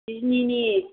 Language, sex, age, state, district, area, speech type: Bodo, female, 60+, Assam, Chirang, rural, conversation